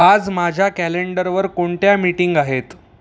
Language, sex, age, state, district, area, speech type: Marathi, male, 18-30, Maharashtra, Mumbai Suburban, urban, read